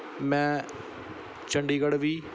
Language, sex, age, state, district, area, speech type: Punjabi, male, 30-45, Punjab, Bathinda, urban, spontaneous